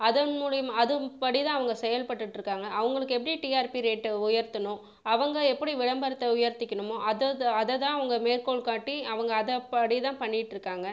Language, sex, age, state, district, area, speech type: Tamil, female, 45-60, Tamil Nadu, Viluppuram, urban, spontaneous